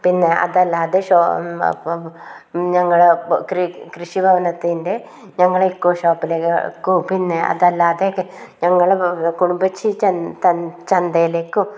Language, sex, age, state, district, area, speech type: Malayalam, female, 45-60, Kerala, Kasaragod, rural, spontaneous